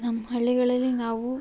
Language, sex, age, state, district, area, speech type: Kannada, female, 18-30, Karnataka, Chitradurga, rural, spontaneous